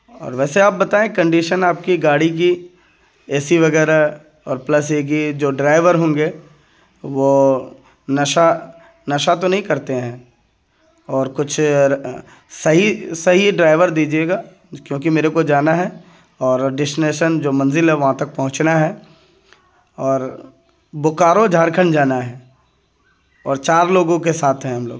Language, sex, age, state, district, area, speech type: Urdu, male, 18-30, Bihar, Purnia, rural, spontaneous